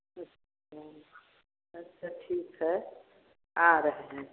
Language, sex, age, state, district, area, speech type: Hindi, female, 60+, Uttar Pradesh, Varanasi, rural, conversation